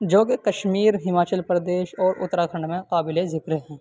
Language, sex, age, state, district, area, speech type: Urdu, male, 18-30, Uttar Pradesh, Saharanpur, urban, spontaneous